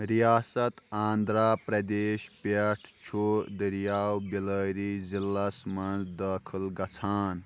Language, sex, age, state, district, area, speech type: Kashmiri, male, 18-30, Jammu and Kashmir, Kulgam, rural, read